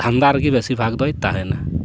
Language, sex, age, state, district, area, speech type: Santali, male, 30-45, West Bengal, Paschim Bardhaman, rural, spontaneous